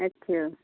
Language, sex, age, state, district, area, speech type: Hindi, female, 30-45, Uttar Pradesh, Ghazipur, rural, conversation